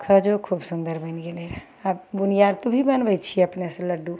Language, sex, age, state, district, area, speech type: Maithili, female, 45-60, Bihar, Begusarai, rural, spontaneous